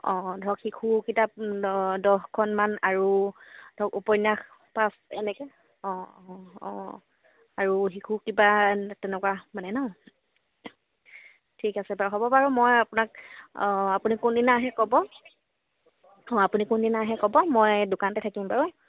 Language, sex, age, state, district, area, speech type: Assamese, female, 18-30, Assam, Sivasagar, rural, conversation